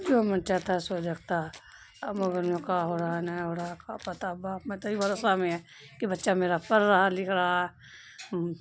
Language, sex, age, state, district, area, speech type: Urdu, female, 30-45, Bihar, Khagaria, rural, spontaneous